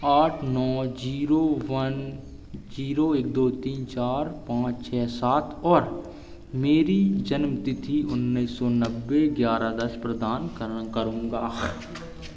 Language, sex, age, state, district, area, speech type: Hindi, male, 18-30, Madhya Pradesh, Seoni, urban, read